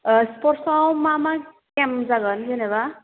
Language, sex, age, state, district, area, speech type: Bodo, female, 18-30, Assam, Chirang, rural, conversation